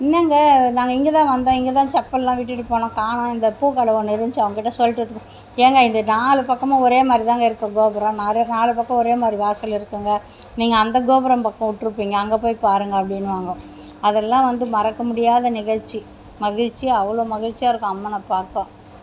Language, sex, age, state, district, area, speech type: Tamil, female, 60+, Tamil Nadu, Mayiladuthurai, rural, spontaneous